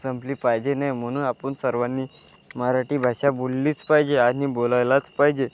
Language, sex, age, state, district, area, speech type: Marathi, male, 18-30, Maharashtra, Wardha, rural, spontaneous